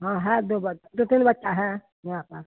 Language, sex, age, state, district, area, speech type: Hindi, female, 60+, Bihar, Begusarai, urban, conversation